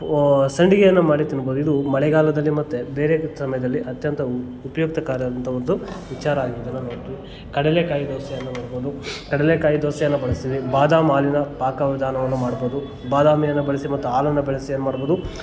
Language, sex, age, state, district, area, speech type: Kannada, male, 30-45, Karnataka, Kolar, rural, spontaneous